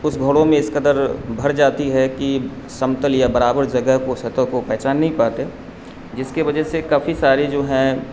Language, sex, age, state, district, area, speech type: Urdu, male, 45-60, Bihar, Supaul, rural, spontaneous